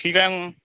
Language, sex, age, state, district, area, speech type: Marathi, male, 30-45, Maharashtra, Amravati, urban, conversation